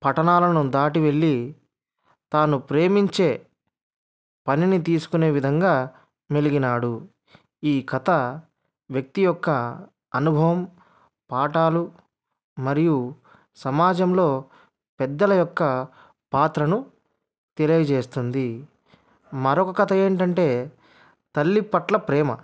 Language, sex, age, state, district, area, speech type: Telugu, male, 30-45, Andhra Pradesh, Anantapur, urban, spontaneous